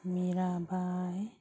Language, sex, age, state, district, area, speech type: Manipuri, female, 45-60, Manipur, Imphal East, rural, spontaneous